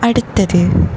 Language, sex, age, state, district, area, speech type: Tamil, female, 18-30, Tamil Nadu, Tenkasi, urban, read